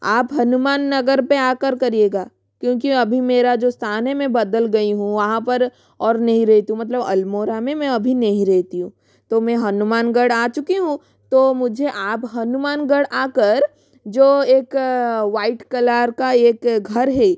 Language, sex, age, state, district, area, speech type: Hindi, female, 18-30, Rajasthan, Jodhpur, rural, spontaneous